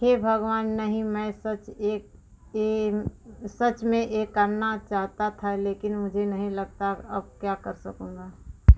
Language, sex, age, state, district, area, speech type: Hindi, female, 45-60, Uttar Pradesh, Mau, urban, read